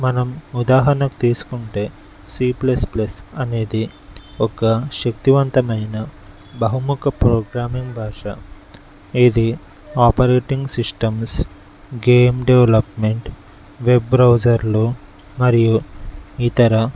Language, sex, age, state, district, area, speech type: Telugu, male, 18-30, Telangana, Mulugu, rural, spontaneous